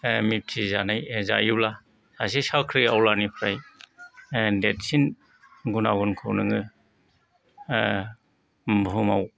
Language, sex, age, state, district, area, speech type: Bodo, male, 60+, Assam, Kokrajhar, rural, spontaneous